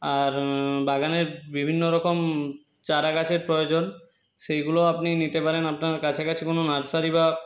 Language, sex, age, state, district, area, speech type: Bengali, male, 45-60, West Bengal, Jhargram, rural, spontaneous